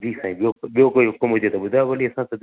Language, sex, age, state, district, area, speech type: Sindhi, male, 45-60, Maharashtra, Thane, urban, conversation